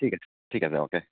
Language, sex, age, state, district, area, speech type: Assamese, male, 45-60, Assam, Tinsukia, rural, conversation